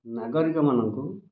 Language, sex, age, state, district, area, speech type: Odia, male, 45-60, Odisha, Kendrapara, urban, spontaneous